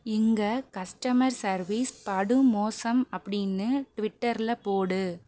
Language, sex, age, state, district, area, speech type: Tamil, female, 45-60, Tamil Nadu, Pudukkottai, rural, read